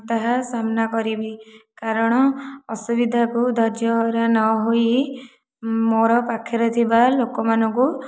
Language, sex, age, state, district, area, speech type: Odia, female, 30-45, Odisha, Khordha, rural, spontaneous